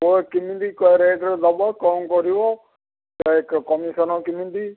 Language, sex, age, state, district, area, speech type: Odia, male, 60+, Odisha, Jharsuguda, rural, conversation